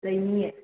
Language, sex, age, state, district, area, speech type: Manipuri, other, 45-60, Manipur, Imphal West, urban, conversation